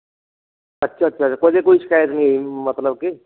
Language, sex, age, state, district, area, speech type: Punjabi, male, 45-60, Punjab, Barnala, rural, conversation